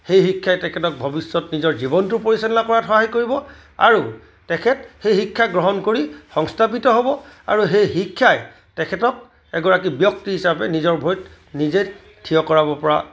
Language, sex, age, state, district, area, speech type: Assamese, male, 45-60, Assam, Charaideo, urban, spontaneous